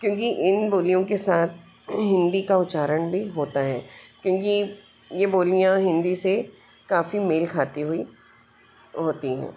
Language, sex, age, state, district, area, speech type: Hindi, female, 45-60, Madhya Pradesh, Bhopal, urban, spontaneous